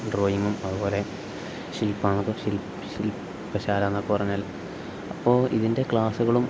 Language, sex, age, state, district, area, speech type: Malayalam, male, 18-30, Kerala, Kozhikode, rural, spontaneous